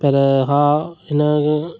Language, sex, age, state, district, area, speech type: Sindhi, male, 30-45, Maharashtra, Thane, urban, spontaneous